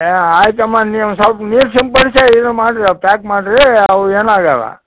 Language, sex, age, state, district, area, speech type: Kannada, male, 60+, Karnataka, Koppal, rural, conversation